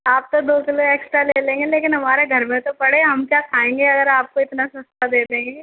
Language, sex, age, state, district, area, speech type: Hindi, female, 18-30, Madhya Pradesh, Jabalpur, urban, conversation